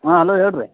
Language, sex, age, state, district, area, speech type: Kannada, male, 30-45, Karnataka, Belgaum, rural, conversation